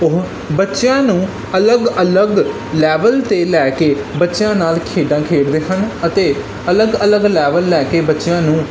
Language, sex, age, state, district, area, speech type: Punjabi, male, 18-30, Punjab, Pathankot, rural, spontaneous